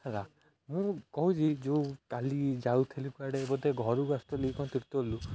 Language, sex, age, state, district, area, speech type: Odia, male, 18-30, Odisha, Jagatsinghpur, rural, spontaneous